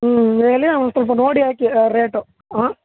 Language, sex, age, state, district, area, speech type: Kannada, male, 18-30, Karnataka, Chamarajanagar, rural, conversation